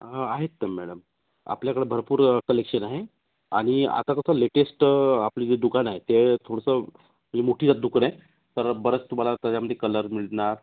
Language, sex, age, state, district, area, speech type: Marathi, male, 30-45, Maharashtra, Nagpur, urban, conversation